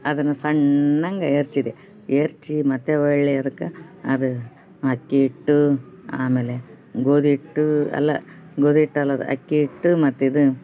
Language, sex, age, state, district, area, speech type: Kannada, female, 30-45, Karnataka, Koppal, urban, spontaneous